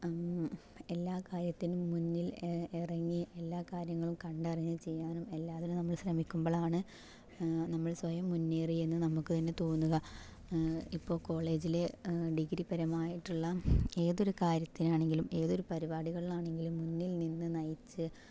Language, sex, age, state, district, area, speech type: Malayalam, female, 18-30, Kerala, Palakkad, rural, spontaneous